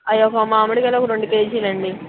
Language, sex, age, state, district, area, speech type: Telugu, female, 18-30, Andhra Pradesh, N T Rama Rao, urban, conversation